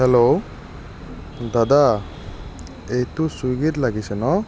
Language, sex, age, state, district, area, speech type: Assamese, male, 60+, Assam, Morigaon, rural, spontaneous